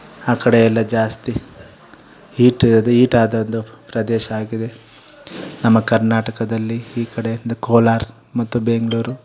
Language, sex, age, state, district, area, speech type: Kannada, male, 30-45, Karnataka, Kolar, urban, spontaneous